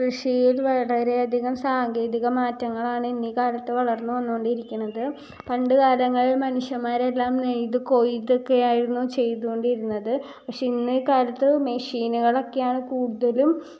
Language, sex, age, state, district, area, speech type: Malayalam, female, 18-30, Kerala, Ernakulam, rural, spontaneous